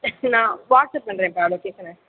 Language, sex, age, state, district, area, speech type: Tamil, female, 30-45, Tamil Nadu, Pudukkottai, rural, conversation